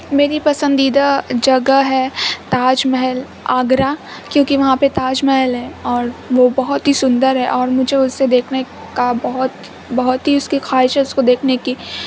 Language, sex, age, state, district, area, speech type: Urdu, female, 18-30, Uttar Pradesh, Mau, urban, spontaneous